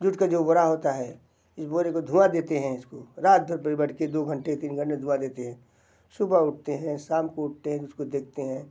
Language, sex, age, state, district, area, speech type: Hindi, male, 60+, Uttar Pradesh, Bhadohi, rural, spontaneous